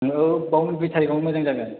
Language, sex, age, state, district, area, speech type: Bodo, male, 18-30, Assam, Chirang, rural, conversation